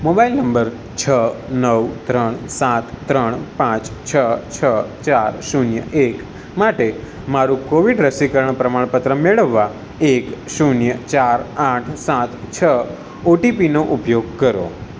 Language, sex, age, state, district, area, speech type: Gujarati, male, 18-30, Gujarat, Surat, urban, read